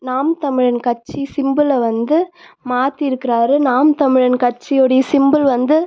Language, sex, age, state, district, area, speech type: Tamil, female, 18-30, Tamil Nadu, Tiruvannamalai, rural, spontaneous